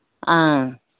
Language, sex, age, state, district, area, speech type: Manipuri, female, 60+, Manipur, Imphal East, urban, conversation